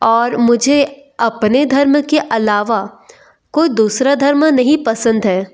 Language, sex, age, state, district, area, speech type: Hindi, female, 18-30, Madhya Pradesh, Betul, urban, spontaneous